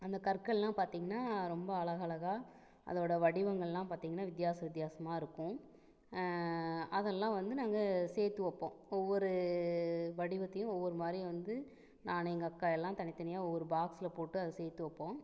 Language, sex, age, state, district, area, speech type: Tamil, female, 30-45, Tamil Nadu, Namakkal, rural, spontaneous